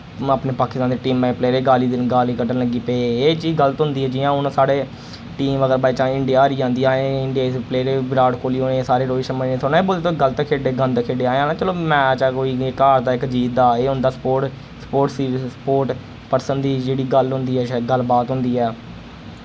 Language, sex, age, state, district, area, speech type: Dogri, male, 18-30, Jammu and Kashmir, Jammu, rural, spontaneous